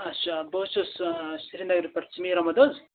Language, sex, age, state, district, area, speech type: Kashmiri, male, 18-30, Jammu and Kashmir, Kupwara, rural, conversation